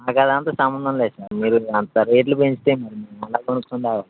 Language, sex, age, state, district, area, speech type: Telugu, male, 18-30, Telangana, Khammam, rural, conversation